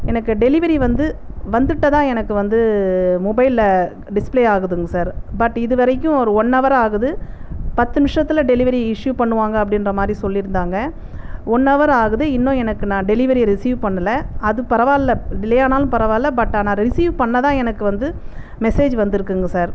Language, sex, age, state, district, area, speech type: Tamil, female, 45-60, Tamil Nadu, Viluppuram, urban, spontaneous